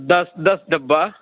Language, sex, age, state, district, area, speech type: Urdu, male, 45-60, Uttar Pradesh, Mau, urban, conversation